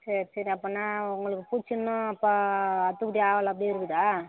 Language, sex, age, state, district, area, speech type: Tamil, female, 60+, Tamil Nadu, Tiruvannamalai, rural, conversation